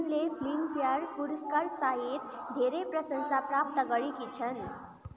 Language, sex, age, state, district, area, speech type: Nepali, female, 18-30, West Bengal, Darjeeling, rural, read